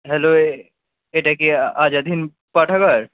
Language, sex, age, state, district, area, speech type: Bengali, male, 18-30, West Bengal, Kolkata, urban, conversation